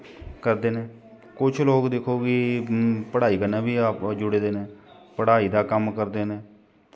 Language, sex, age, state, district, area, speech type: Dogri, male, 30-45, Jammu and Kashmir, Kathua, rural, spontaneous